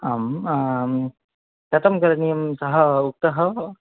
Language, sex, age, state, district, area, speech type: Sanskrit, male, 18-30, Karnataka, Dakshina Kannada, rural, conversation